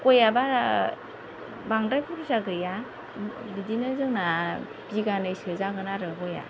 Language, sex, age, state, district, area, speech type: Bodo, female, 30-45, Assam, Kokrajhar, rural, spontaneous